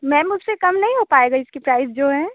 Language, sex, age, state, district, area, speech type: Hindi, female, 30-45, Madhya Pradesh, Balaghat, rural, conversation